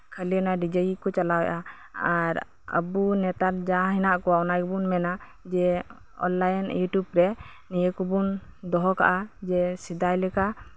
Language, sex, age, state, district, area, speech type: Santali, female, 18-30, West Bengal, Birbhum, rural, spontaneous